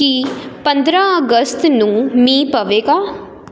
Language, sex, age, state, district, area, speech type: Punjabi, female, 18-30, Punjab, Jalandhar, urban, read